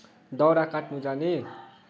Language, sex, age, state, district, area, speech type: Nepali, male, 18-30, West Bengal, Kalimpong, rural, spontaneous